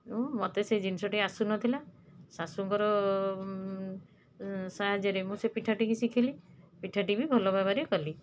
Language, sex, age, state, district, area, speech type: Odia, female, 45-60, Odisha, Puri, urban, spontaneous